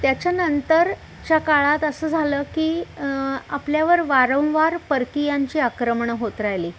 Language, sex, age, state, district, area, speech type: Marathi, female, 45-60, Maharashtra, Pune, urban, spontaneous